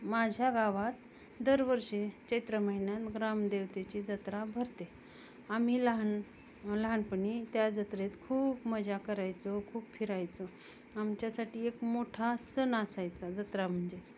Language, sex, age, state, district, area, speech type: Marathi, female, 30-45, Maharashtra, Osmanabad, rural, spontaneous